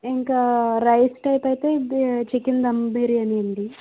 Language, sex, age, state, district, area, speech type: Telugu, female, 30-45, Andhra Pradesh, Vizianagaram, rural, conversation